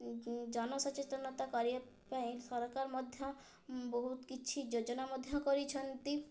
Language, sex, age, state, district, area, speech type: Odia, female, 18-30, Odisha, Kendrapara, urban, spontaneous